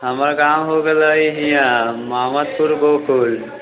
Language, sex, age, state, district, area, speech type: Maithili, male, 18-30, Bihar, Muzaffarpur, rural, conversation